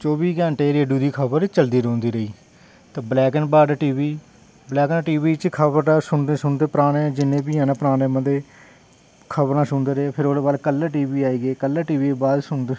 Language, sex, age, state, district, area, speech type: Dogri, male, 30-45, Jammu and Kashmir, Jammu, rural, spontaneous